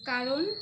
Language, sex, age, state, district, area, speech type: Bengali, female, 18-30, West Bengal, Birbhum, urban, spontaneous